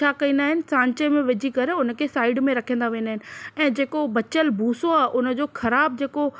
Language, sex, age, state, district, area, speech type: Sindhi, female, 30-45, Maharashtra, Thane, urban, spontaneous